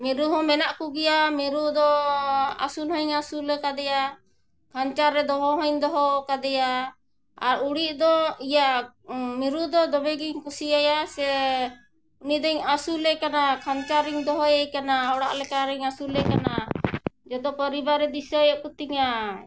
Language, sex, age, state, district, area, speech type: Santali, female, 45-60, Jharkhand, Bokaro, rural, spontaneous